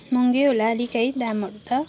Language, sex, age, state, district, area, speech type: Nepali, female, 18-30, West Bengal, Kalimpong, rural, spontaneous